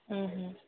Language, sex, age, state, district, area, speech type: Odia, female, 18-30, Odisha, Sambalpur, rural, conversation